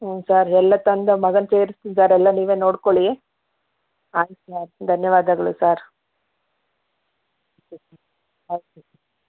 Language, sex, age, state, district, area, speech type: Kannada, female, 45-60, Karnataka, Chikkaballapur, rural, conversation